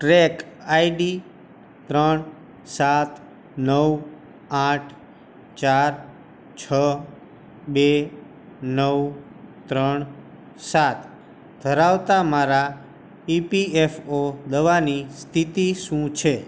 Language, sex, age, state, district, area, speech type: Gujarati, male, 45-60, Gujarat, Morbi, rural, read